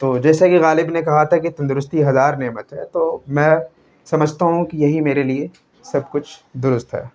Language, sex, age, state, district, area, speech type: Urdu, male, 18-30, Delhi, North West Delhi, urban, spontaneous